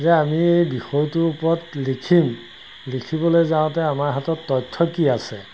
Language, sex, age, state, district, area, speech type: Assamese, male, 60+, Assam, Golaghat, rural, spontaneous